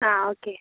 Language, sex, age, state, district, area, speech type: Malayalam, female, 30-45, Kerala, Kozhikode, rural, conversation